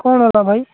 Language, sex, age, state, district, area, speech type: Odia, male, 45-60, Odisha, Nabarangpur, rural, conversation